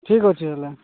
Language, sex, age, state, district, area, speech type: Odia, male, 45-60, Odisha, Nabarangpur, rural, conversation